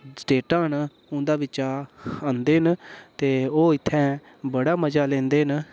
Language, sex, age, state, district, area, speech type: Dogri, male, 18-30, Jammu and Kashmir, Udhampur, rural, spontaneous